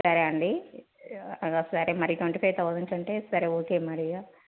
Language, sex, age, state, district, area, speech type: Telugu, female, 30-45, Telangana, Karimnagar, rural, conversation